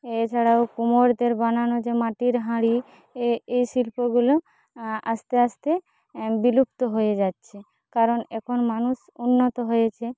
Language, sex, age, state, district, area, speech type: Bengali, female, 18-30, West Bengal, Jhargram, rural, spontaneous